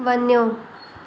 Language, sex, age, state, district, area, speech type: Sindhi, female, 18-30, Maharashtra, Mumbai Suburban, urban, read